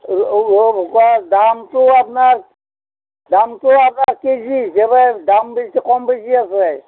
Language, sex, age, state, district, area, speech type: Assamese, male, 60+, Assam, Kamrup Metropolitan, urban, conversation